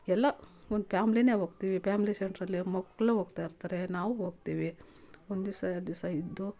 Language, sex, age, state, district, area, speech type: Kannada, female, 45-60, Karnataka, Kolar, rural, spontaneous